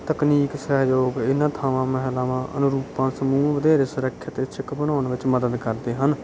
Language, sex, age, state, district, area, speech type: Punjabi, male, 30-45, Punjab, Bathinda, urban, spontaneous